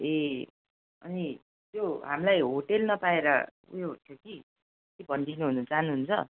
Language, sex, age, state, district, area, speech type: Nepali, male, 18-30, West Bengal, Darjeeling, rural, conversation